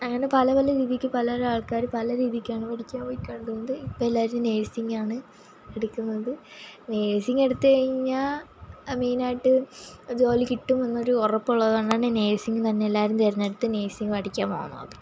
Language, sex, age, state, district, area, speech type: Malayalam, female, 18-30, Kerala, Kollam, rural, spontaneous